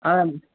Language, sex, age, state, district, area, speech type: Kannada, male, 18-30, Karnataka, Davanagere, rural, conversation